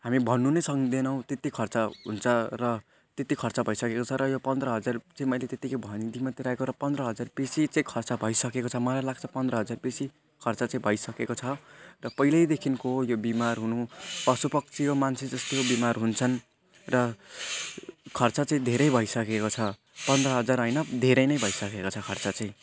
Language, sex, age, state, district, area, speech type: Nepali, male, 18-30, West Bengal, Jalpaiguri, rural, spontaneous